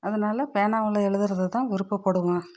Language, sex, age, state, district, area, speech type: Tamil, female, 60+, Tamil Nadu, Dharmapuri, urban, spontaneous